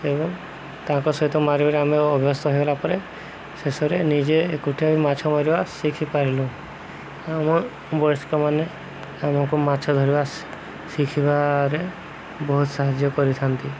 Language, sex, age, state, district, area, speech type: Odia, male, 30-45, Odisha, Subarnapur, urban, spontaneous